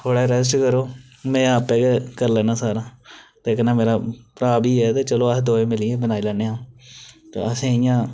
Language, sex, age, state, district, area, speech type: Dogri, male, 18-30, Jammu and Kashmir, Reasi, rural, spontaneous